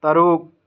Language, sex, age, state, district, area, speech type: Manipuri, male, 18-30, Manipur, Tengnoupal, rural, read